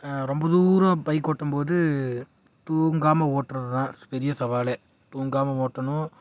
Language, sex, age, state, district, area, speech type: Tamil, male, 18-30, Tamil Nadu, Tiruppur, rural, spontaneous